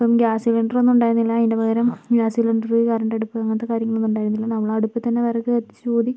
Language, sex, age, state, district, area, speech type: Malayalam, female, 18-30, Kerala, Kozhikode, urban, spontaneous